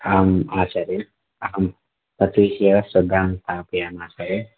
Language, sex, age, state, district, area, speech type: Sanskrit, male, 18-30, Telangana, Karimnagar, urban, conversation